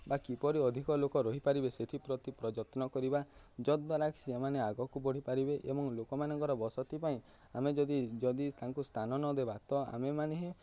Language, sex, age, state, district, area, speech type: Odia, male, 18-30, Odisha, Nuapada, urban, spontaneous